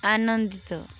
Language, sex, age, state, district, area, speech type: Odia, female, 18-30, Odisha, Balasore, rural, read